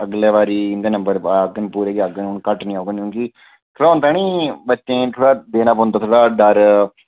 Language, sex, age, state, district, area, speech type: Dogri, male, 30-45, Jammu and Kashmir, Udhampur, urban, conversation